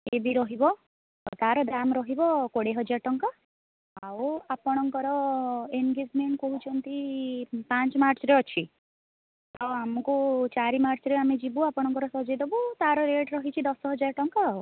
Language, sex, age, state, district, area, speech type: Odia, female, 18-30, Odisha, Rayagada, rural, conversation